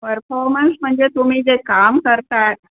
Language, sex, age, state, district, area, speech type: Marathi, female, 60+, Maharashtra, Nagpur, urban, conversation